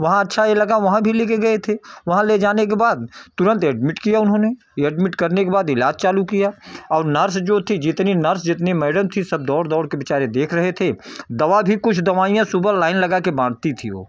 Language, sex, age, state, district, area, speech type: Hindi, male, 60+, Uttar Pradesh, Jaunpur, urban, spontaneous